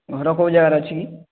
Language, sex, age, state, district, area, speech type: Odia, male, 18-30, Odisha, Subarnapur, urban, conversation